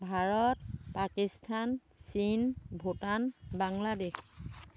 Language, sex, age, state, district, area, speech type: Assamese, female, 45-60, Assam, Dhemaji, rural, spontaneous